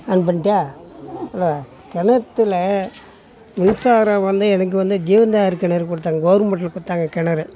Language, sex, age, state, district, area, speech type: Tamil, male, 60+, Tamil Nadu, Tiruvannamalai, rural, spontaneous